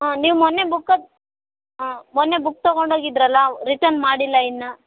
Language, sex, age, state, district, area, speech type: Kannada, female, 18-30, Karnataka, Bellary, urban, conversation